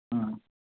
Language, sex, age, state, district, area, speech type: Tamil, male, 30-45, Tamil Nadu, Tiruvarur, rural, conversation